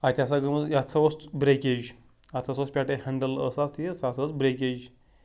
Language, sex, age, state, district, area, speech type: Kashmiri, male, 30-45, Jammu and Kashmir, Pulwama, urban, spontaneous